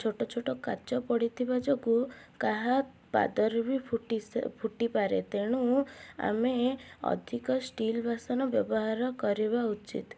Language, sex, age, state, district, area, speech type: Odia, female, 18-30, Odisha, Cuttack, urban, spontaneous